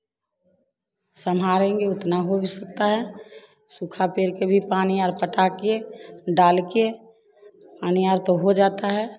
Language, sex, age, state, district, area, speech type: Hindi, female, 30-45, Bihar, Samastipur, rural, spontaneous